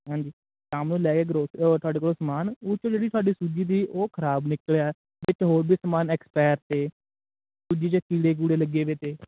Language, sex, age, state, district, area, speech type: Punjabi, male, 18-30, Punjab, Shaheed Bhagat Singh Nagar, urban, conversation